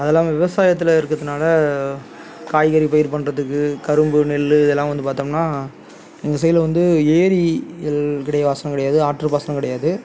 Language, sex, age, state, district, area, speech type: Tamil, male, 30-45, Tamil Nadu, Tiruvarur, rural, spontaneous